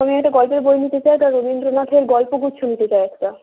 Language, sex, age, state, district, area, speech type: Bengali, female, 18-30, West Bengal, Hooghly, urban, conversation